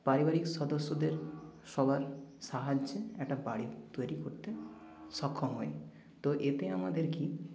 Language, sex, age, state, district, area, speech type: Bengali, male, 30-45, West Bengal, Nadia, rural, spontaneous